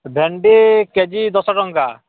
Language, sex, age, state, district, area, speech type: Odia, male, 18-30, Odisha, Balangir, urban, conversation